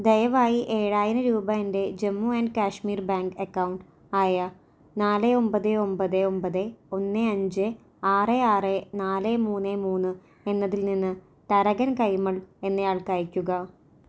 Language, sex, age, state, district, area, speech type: Malayalam, female, 30-45, Kerala, Thrissur, urban, read